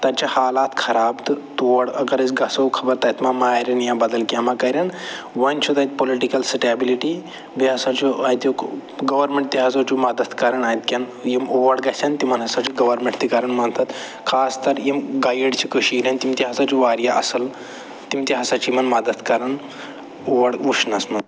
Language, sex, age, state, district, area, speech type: Kashmiri, male, 45-60, Jammu and Kashmir, Budgam, urban, spontaneous